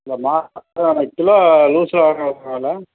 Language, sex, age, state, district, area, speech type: Tamil, male, 60+, Tamil Nadu, Perambalur, rural, conversation